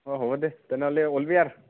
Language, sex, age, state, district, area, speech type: Assamese, male, 18-30, Assam, Barpeta, rural, conversation